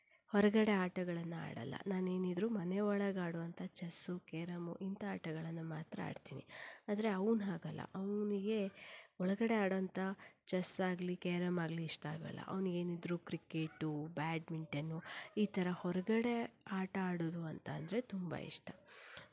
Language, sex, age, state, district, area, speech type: Kannada, female, 30-45, Karnataka, Shimoga, rural, spontaneous